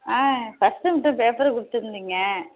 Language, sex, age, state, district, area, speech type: Tamil, female, 18-30, Tamil Nadu, Thanjavur, urban, conversation